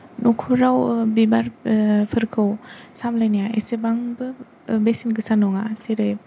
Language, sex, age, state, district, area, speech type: Bodo, female, 18-30, Assam, Kokrajhar, rural, spontaneous